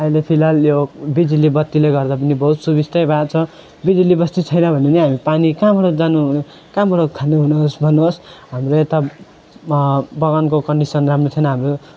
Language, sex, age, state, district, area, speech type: Nepali, male, 18-30, West Bengal, Alipurduar, rural, spontaneous